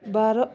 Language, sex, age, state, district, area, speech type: Odia, female, 45-60, Odisha, Balangir, urban, spontaneous